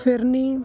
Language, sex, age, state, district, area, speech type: Punjabi, male, 18-30, Punjab, Ludhiana, urban, spontaneous